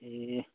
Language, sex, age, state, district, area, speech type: Nepali, male, 45-60, West Bengal, Kalimpong, rural, conversation